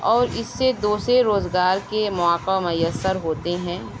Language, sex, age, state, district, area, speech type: Urdu, female, 18-30, Uttar Pradesh, Mau, urban, spontaneous